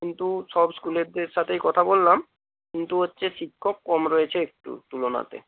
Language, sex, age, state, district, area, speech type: Bengali, male, 18-30, West Bengal, North 24 Parganas, rural, conversation